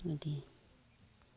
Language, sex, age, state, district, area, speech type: Bodo, female, 45-60, Assam, Baksa, rural, spontaneous